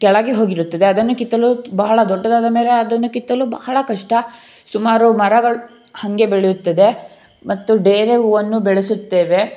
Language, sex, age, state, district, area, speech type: Kannada, male, 18-30, Karnataka, Shimoga, rural, spontaneous